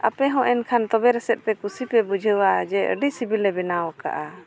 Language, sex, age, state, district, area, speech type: Santali, female, 30-45, Jharkhand, East Singhbhum, rural, spontaneous